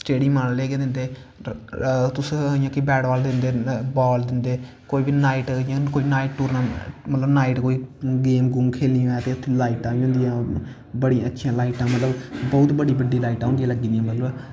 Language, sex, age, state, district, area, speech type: Dogri, male, 18-30, Jammu and Kashmir, Kathua, rural, spontaneous